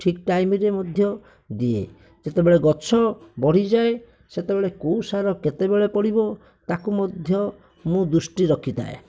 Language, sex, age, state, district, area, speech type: Odia, male, 60+, Odisha, Bhadrak, rural, spontaneous